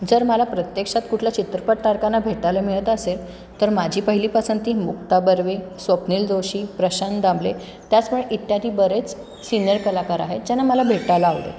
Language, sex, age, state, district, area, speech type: Marathi, female, 30-45, Maharashtra, Satara, urban, spontaneous